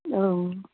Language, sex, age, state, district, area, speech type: Bodo, female, 30-45, Assam, Baksa, rural, conversation